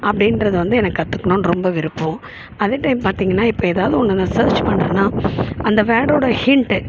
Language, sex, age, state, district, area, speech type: Tamil, female, 30-45, Tamil Nadu, Chennai, urban, spontaneous